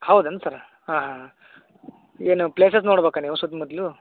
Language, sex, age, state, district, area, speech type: Kannada, male, 18-30, Karnataka, Koppal, rural, conversation